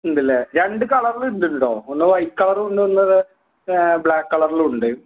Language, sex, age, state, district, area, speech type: Malayalam, male, 18-30, Kerala, Malappuram, rural, conversation